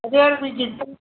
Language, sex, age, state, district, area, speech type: Gujarati, female, 60+, Gujarat, Kheda, rural, conversation